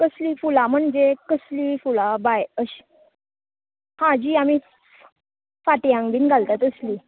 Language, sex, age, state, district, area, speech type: Goan Konkani, female, 18-30, Goa, Tiswadi, rural, conversation